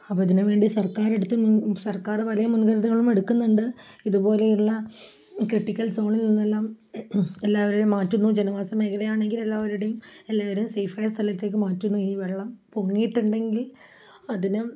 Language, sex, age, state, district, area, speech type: Malayalam, female, 30-45, Kerala, Kozhikode, rural, spontaneous